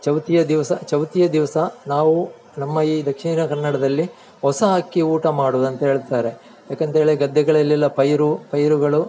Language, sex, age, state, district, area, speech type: Kannada, male, 45-60, Karnataka, Dakshina Kannada, rural, spontaneous